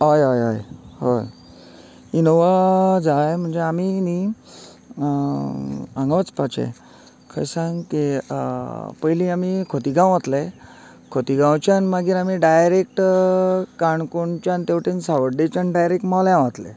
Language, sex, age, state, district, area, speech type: Goan Konkani, male, 45-60, Goa, Canacona, rural, spontaneous